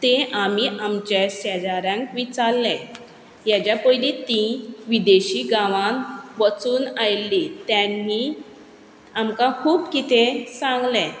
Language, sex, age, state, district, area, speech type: Goan Konkani, female, 30-45, Goa, Quepem, rural, spontaneous